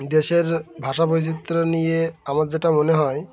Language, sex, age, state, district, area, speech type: Bengali, male, 18-30, West Bengal, Birbhum, urban, spontaneous